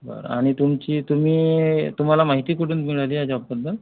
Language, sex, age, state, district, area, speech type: Marathi, male, 30-45, Maharashtra, Amravati, rural, conversation